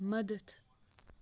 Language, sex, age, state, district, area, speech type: Kashmiri, male, 18-30, Jammu and Kashmir, Kupwara, rural, read